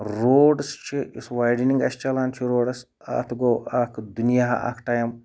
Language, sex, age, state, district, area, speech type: Kashmiri, male, 30-45, Jammu and Kashmir, Ganderbal, rural, spontaneous